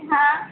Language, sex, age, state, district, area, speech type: Hindi, female, 18-30, Madhya Pradesh, Harda, urban, conversation